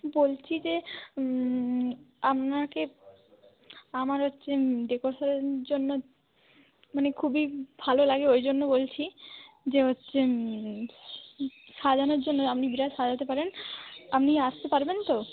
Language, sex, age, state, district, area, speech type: Bengali, female, 30-45, West Bengal, Hooghly, urban, conversation